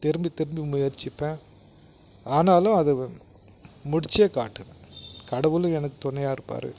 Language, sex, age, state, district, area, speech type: Tamil, male, 45-60, Tamil Nadu, Krishnagiri, rural, spontaneous